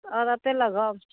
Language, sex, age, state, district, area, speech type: Assamese, female, 45-60, Assam, Barpeta, rural, conversation